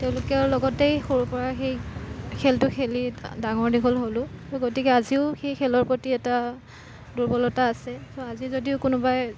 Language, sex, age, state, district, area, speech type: Assamese, female, 18-30, Assam, Kamrup Metropolitan, urban, spontaneous